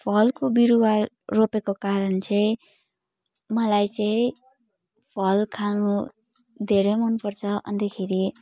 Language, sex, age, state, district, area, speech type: Nepali, female, 18-30, West Bengal, Darjeeling, rural, spontaneous